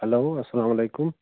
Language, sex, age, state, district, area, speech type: Kashmiri, male, 30-45, Jammu and Kashmir, Budgam, rural, conversation